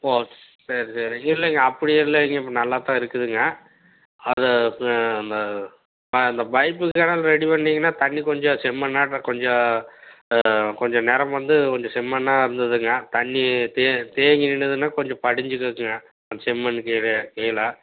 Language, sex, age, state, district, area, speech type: Tamil, male, 45-60, Tamil Nadu, Tiruppur, urban, conversation